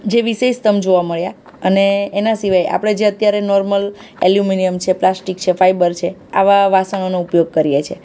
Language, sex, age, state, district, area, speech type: Gujarati, female, 30-45, Gujarat, Surat, urban, spontaneous